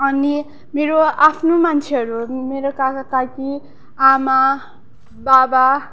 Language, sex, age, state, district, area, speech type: Nepali, female, 18-30, West Bengal, Darjeeling, rural, spontaneous